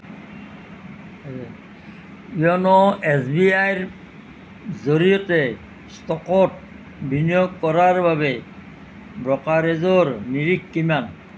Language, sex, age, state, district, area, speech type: Assamese, male, 60+, Assam, Nalbari, rural, read